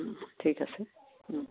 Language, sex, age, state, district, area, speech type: Assamese, female, 60+, Assam, Kamrup Metropolitan, rural, conversation